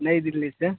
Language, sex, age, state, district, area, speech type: Hindi, male, 18-30, Bihar, Samastipur, urban, conversation